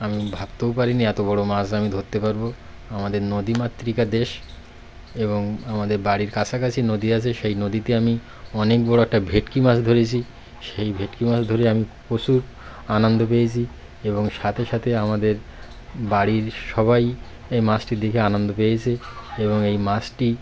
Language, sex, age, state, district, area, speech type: Bengali, male, 30-45, West Bengal, Birbhum, urban, spontaneous